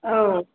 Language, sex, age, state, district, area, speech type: Bodo, female, 45-60, Assam, Chirang, rural, conversation